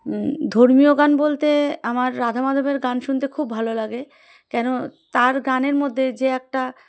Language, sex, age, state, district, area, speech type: Bengali, female, 30-45, West Bengal, Darjeeling, urban, spontaneous